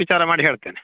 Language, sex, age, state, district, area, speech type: Kannada, male, 30-45, Karnataka, Uttara Kannada, rural, conversation